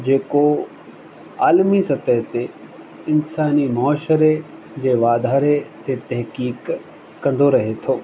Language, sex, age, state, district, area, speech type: Sindhi, male, 30-45, Rajasthan, Ajmer, urban, spontaneous